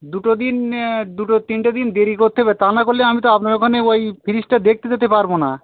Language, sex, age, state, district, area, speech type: Bengali, male, 60+, West Bengal, Birbhum, urban, conversation